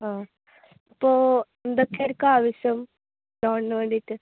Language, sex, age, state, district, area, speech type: Malayalam, female, 18-30, Kerala, Kasaragod, rural, conversation